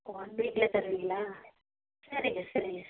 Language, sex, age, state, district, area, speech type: Tamil, female, 30-45, Tamil Nadu, Tirupattur, rural, conversation